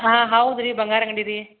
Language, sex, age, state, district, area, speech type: Kannada, female, 60+, Karnataka, Belgaum, rural, conversation